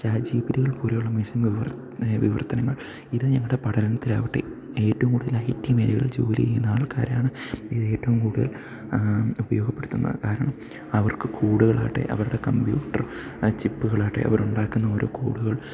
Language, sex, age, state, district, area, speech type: Malayalam, male, 18-30, Kerala, Idukki, rural, spontaneous